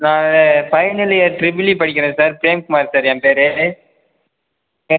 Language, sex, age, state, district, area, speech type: Tamil, female, 18-30, Tamil Nadu, Cuddalore, rural, conversation